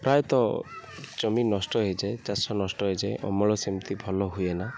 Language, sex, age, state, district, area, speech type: Odia, male, 18-30, Odisha, Kendrapara, urban, spontaneous